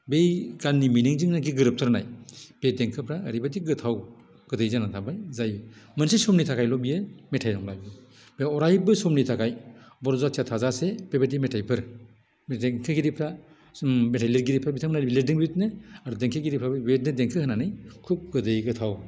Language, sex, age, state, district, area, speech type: Bodo, male, 60+, Assam, Kokrajhar, rural, spontaneous